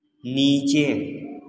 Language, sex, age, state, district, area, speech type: Hindi, male, 18-30, Uttar Pradesh, Mirzapur, urban, read